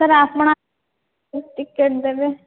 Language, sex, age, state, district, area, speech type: Odia, female, 18-30, Odisha, Nayagarh, rural, conversation